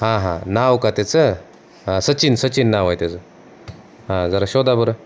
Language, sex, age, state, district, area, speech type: Marathi, male, 30-45, Maharashtra, Osmanabad, rural, spontaneous